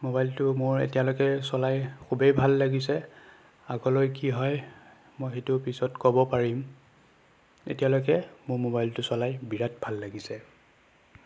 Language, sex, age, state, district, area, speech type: Assamese, male, 30-45, Assam, Sonitpur, rural, spontaneous